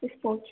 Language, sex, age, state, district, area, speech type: Urdu, female, 18-30, Delhi, East Delhi, urban, conversation